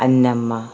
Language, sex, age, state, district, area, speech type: Malayalam, female, 45-60, Kerala, Thiruvananthapuram, urban, spontaneous